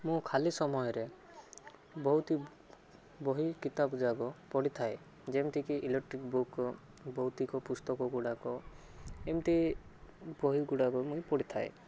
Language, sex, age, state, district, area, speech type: Odia, male, 18-30, Odisha, Rayagada, urban, spontaneous